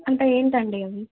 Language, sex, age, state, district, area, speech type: Telugu, female, 18-30, Andhra Pradesh, Nellore, urban, conversation